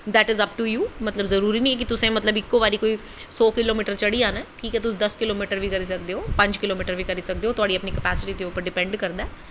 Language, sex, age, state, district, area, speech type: Dogri, female, 30-45, Jammu and Kashmir, Jammu, urban, spontaneous